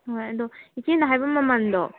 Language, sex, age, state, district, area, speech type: Manipuri, female, 18-30, Manipur, Kangpokpi, urban, conversation